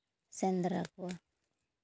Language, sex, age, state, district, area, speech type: Santali, female, 30-45, Jharkhand, Seraikela Kharsawan, rural, spontaneous